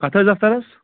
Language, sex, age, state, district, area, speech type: Kashmiri, male, 60+, Jammu and Kashmir, Srinagar, urban, conversation